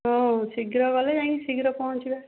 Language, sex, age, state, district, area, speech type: Odia, female, 60+, Odisha, Jharsuguda, rural, conversation